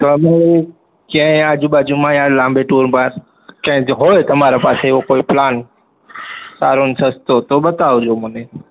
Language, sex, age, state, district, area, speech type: Gujarati, male, 30-45, Gujarat, Morbi, rural, conversation